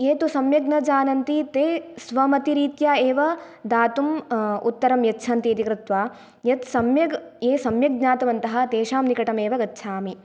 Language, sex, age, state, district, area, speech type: Sanskrit, female, 18-30, Kerala, Kasaragod, rural, spontaneous